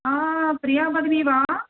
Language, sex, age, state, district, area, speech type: Sanskrit, female, 30-45, Telangana, Ranga Reddy, urban, conversation